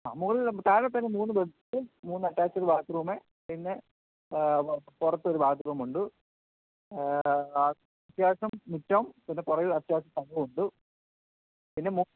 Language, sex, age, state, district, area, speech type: Malayalam, male, 45-60, Kerala, Kottayam, rural, conversation